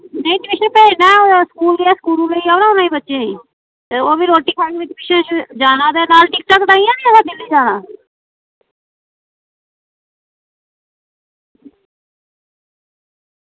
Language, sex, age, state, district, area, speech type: Dogri, female, 45-60, Jammu and Kashmir, Samba, rural, conversation